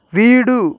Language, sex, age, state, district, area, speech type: Tamil, male, 30-45, Tamil Nadu, Ariyalur, rural, read